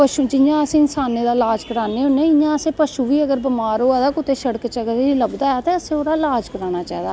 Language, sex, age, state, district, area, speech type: Dogri, female, 45-60, Jammu and Kashmir, Jammu, urban, spontaneous